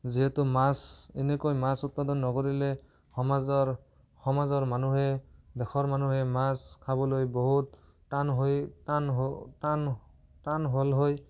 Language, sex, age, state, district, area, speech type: Assamese, male, 18-30, Assam, Barpeta, rural, spontaneous